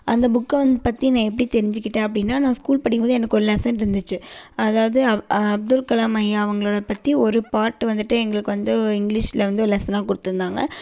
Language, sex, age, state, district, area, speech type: Tamil, female, 18-30, Tamil Nadu, Coimbatore, urban, spontaneous